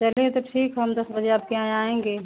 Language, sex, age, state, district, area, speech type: Hindi, female, 45-60, Uttar Pradesh, Mau, rural, conversation